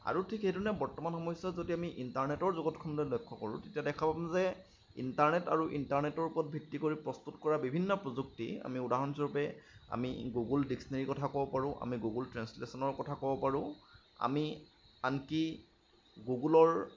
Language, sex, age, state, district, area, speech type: Assamese, male, 30-45, Assam, Lakhimpur, rural, spontaneous